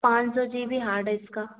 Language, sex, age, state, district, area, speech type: Hindi, female, 45-60, Madhya Pradesh, Gwalior, rural, conversation